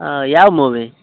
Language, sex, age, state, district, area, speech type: Kannada, male, 18-30, Karnataka, Koppal, rural, conversation